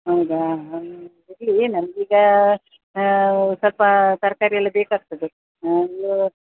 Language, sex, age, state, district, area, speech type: Kannada, female, 60+, Karnataka, Dakshina Kannada, rural, conversation